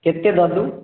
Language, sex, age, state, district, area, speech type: Maithili, male, 18-30, Bihar, Samastipur, rural, conversation